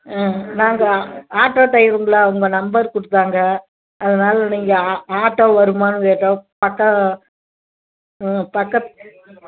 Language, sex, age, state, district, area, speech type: Tamil, female, 60+, Tamil Nadu, Tiruppur, rural, conversation